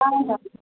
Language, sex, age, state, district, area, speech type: Maithili, female, 60+, Bihar, Sitamarhi, urban, conversation